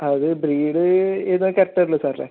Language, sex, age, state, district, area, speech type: Malayalam, male, 18-30, Kerala, Kasaragod, rural, conversation